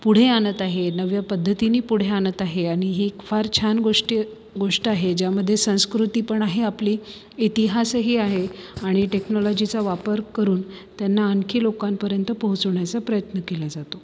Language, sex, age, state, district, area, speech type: Marathi, female, 30-45, Maharashtra, Buldhana, urban, spontaneous